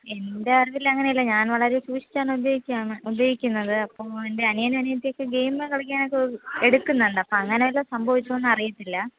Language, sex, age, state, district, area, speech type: Malayalam, female, 30-45, Kerala, Thiruvananthapuram, urban, conversation